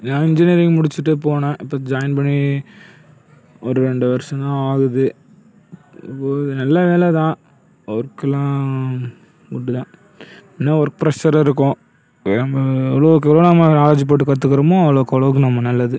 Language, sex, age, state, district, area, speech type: Tamil, male, 30-45, Tamil Nadu, Cuddalore, rural, spontaneous